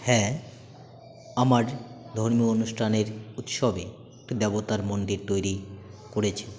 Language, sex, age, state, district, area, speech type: Bengali, male, 18-30, West Bengal, Jalpaiguri, rural, spontaneous